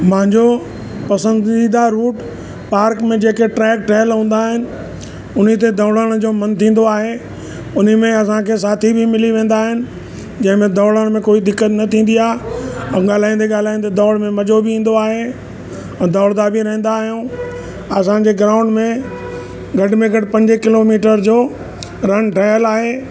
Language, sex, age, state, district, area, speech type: Sindhi, male, 60+, Uttar Pradesh, Lucknow, rural, spontaneous